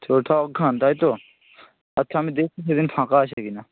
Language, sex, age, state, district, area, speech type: Bengali, male, 45-60, West Bengal, Purba Medinipur, rural, conversation